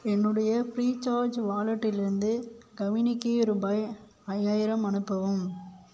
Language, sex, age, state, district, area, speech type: Tamil, female, 30-45, Tamil Nadu, Mayiladuthurai, rural, read